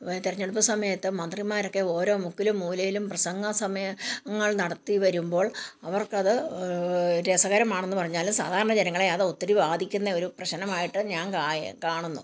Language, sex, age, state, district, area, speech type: Malayalam, female, 60+, Kerala, Kottayam, rural, spontaneous